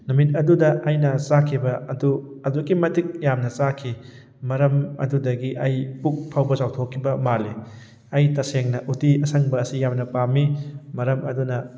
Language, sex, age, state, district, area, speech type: Manipuri, male, 18-30, Manipur, Thoubal, rural, spontaneous